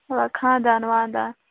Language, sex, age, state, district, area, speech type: Kashmiri, female, 18-30, Jammu and Kashmir, Bandipora, rural, conversation